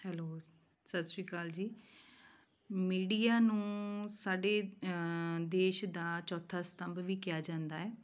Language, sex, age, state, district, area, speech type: Punjabi, female, 30-45, Punjab, Tarn Taran, rural, spontaneous